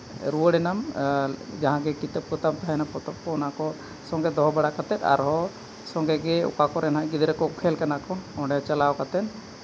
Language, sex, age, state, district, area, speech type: Santali, male, 30-45, Jharkhand, Seraikela Kharsawan, rural, spontaneous